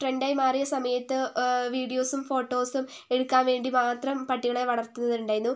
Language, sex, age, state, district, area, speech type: Malayalam, female, 18-30, Kerala, Wayanad, rural, spontaneous